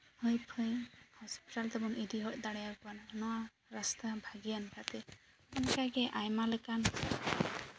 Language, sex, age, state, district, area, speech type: Santali, female, 18-30, West Bengal, Jhargram, rural, spontaneous